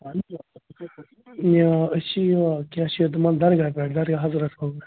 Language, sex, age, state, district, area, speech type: Kashmiri, female, 30-45, Jammu and Kashmir, Srinagar, urban, conversation